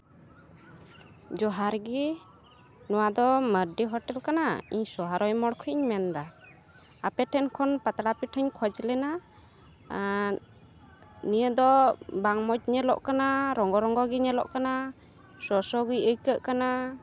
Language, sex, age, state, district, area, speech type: Santali, female, 18-30, West Bengal, Uttar Dinajpur, rural, spontaneous